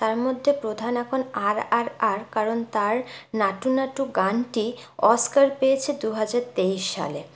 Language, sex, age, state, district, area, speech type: Bengali, female, 30-45, West Bengal, Purulia, rural, spontaneous